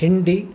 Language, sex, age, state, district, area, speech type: Sanskrit, male, 60+, Karnataka, Udupi, urban, spontaneous